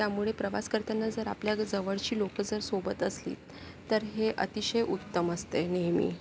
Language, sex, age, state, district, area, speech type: Marathi, female, 30-45, Maharashtra, Yavatmal, urban, spontaneous